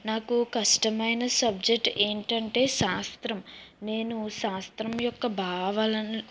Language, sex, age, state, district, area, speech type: Telugu, female, 18-30, Andhra Pradesh, East Godavari, urban, spontaneous